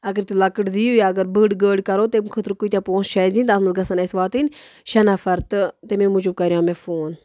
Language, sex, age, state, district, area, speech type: Kashmiri, female, 45-60, Jammu and Kashmir, Budgam, rural, spontaneous